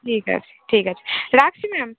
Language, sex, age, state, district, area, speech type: Bengali, female, 18-30, West Bengal, Cooch Behar, urban, conversation